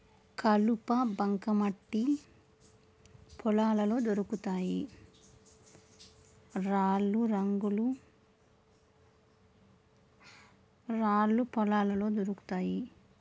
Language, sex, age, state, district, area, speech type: Telugu, female, 30-45, Andhra Pradesh, Chittoor, rural, spontaneous